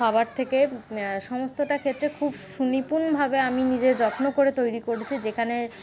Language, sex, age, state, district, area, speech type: Bengali, female, 60+, West Bengal, Paschim Bardhaman, urban, spontaneous